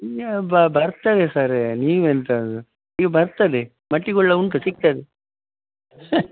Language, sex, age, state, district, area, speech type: Kannada, male, 60+, Karnataka, Udupi, rural, conversation